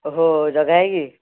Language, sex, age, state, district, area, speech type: Odia, male, 18-30, Odisha, Kendujhar, urban, conversation